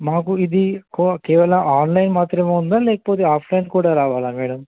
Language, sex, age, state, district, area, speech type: Telugu, male, 30-45, Telangana, Nizamabad, urban, conversation